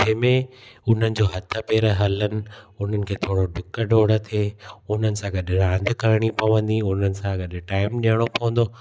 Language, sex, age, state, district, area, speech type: Sindhi, male, 30-45, Gujarat, Kutch, rural, spontaneous